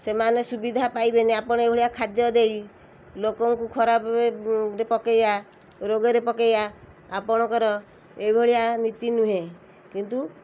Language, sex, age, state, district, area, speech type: Odia, female, 45-60, Odisha, Kendrapara, urban, spontaneous